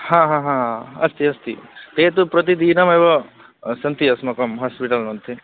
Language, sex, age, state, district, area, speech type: Sanskrit, male, 18-30, West Bengal, Cooch Behar, rural, conversation